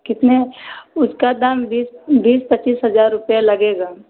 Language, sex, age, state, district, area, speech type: Hindi, female, 30-45, Uttar Pradesh, Ayodhya, rural, conversation